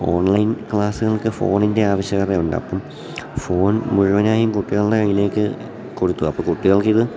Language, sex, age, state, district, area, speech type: Malayalam, male, 18-30, Kerala, Idukki, rural, spontaneous